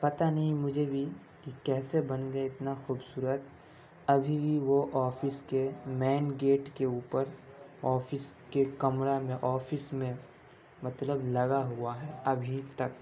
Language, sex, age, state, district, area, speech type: Urdu, male, 18-30, Delhi, Central Delhi, urban, spontaneous